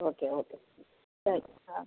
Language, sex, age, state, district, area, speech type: Tamil, female, 60+, Tamil Nadu, Ariyalur, rural, conversation